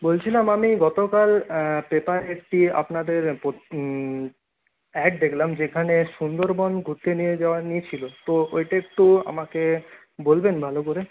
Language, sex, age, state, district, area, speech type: Bengali, male, 30-45, West Bengal, Purulia, urban, conversation